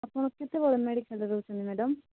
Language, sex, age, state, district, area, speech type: Odia, female, 18-30, Odisha, Koraput, urban, conversation